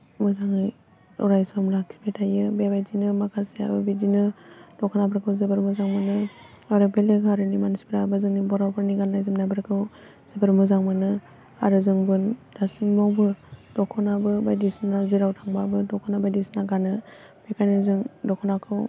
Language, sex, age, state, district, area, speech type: Bodo, female, 18-30, Assam, Baksa, rural, spontaneous